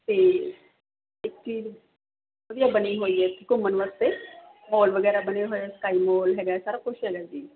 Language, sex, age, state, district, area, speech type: Punjabi, female, 30-45, Punjab, Mansa, urban, conversation